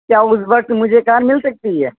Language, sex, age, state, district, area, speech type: Urdu, male, 18-30, Uttar Pradesh, Shahjahanpur, rural, conversation